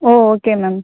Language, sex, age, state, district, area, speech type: Tamil, female, 18-30, Tamil Nadu, Viluppuram, urban, conversation